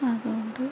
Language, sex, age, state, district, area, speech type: Malayalam, female, 18-30, Kerala, Wayanad, rural, spontaneous